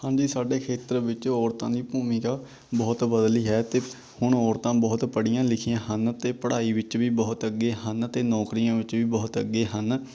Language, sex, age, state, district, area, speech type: Punjabi, male, 18-30, Punjab, Patiala, rural, spontaneous